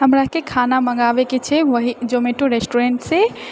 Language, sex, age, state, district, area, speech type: Maithili, female, 30-45, Bihar, Purnia, urban, spontaneous